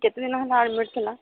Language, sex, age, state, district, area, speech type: Odia, female, 18-30, Odisha, Sambalpur, rural, conversation